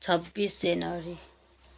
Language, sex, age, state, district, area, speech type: Nepali, female, 30-45, West Bengal, Kalimpong, rural, spontaneous